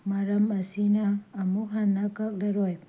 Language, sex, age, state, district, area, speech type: Manipuri, female, 18-30, Manipur, Tengnoupal, urban, spontaneous